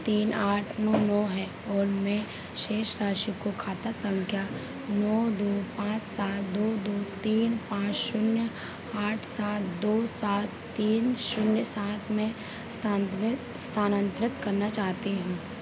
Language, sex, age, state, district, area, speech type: Hindi, female, 18-30, Madhya Pradesh, Harda, urban, read